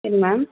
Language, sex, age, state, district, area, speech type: Tamil, female, 45-60, Tamil Nadu, Tiruvarur, urban, conversation